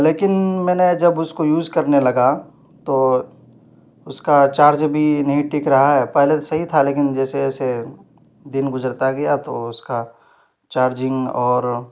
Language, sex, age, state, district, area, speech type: Urdu, male, 18-30, Uttar Pradesh, Ghaziabad, urban, spontaneous